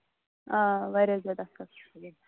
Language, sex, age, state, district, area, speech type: Kashmiri, female, 18-30, Jammu and Kashmir, Bandipora, rural, conversation